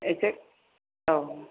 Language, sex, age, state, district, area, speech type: Bodo, female, 60+, Assam, Chirang, rural, conversation